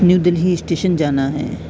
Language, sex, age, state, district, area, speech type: Urdu, male, 18-30, Delhi, South Delhi, urban, spontaneous